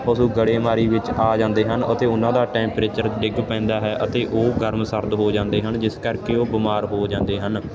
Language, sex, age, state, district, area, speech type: Punjabi, male, 18-30, Punjab, Ludhiana, rural, spontaneous